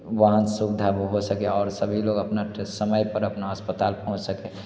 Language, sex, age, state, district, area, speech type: Hindi, male, 30-45, Bihar, Darbhanga, rural, spontaneous